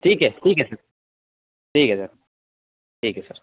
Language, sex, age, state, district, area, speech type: Hindi, male, 18-30, Madhya Pradesh, Seoni, urban, conversation